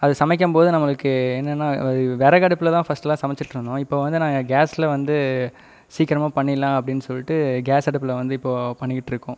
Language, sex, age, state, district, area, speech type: Tamil, male, 18-30, Tamil Nadu, Coimbatore, rural, spontaneous